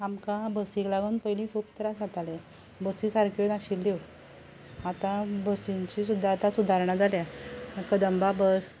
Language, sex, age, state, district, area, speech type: Goan Konkani, female, 45-60, Goa, Ponda, rural, spontaneous